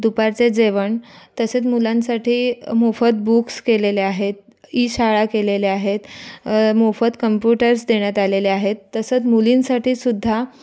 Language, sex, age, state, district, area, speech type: Marathi, female, 18-30, Maharashtra, Raigad, rural, spontaneous